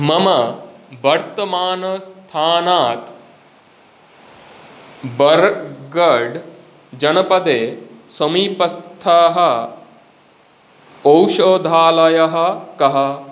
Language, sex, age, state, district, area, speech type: Sanskrit, male, 45-60, West Bengal, Hooghly, rural, read